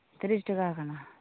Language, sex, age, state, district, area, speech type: Santali, female, 18-30, West Bengal, Purulia, rural, conversation